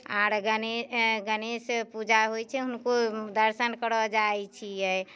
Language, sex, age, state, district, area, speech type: Maithili, female, 45-60, Bihar, Muzaffarpur, urban, spontaneous